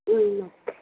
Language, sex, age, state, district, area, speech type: Tamil, female, 45-60, Tamil Nadu, Tiruvallur, urban, conversation